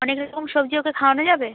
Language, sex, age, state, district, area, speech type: Bengali, female, 30-45, West Bengal, South 24 Parganas, rural, conversation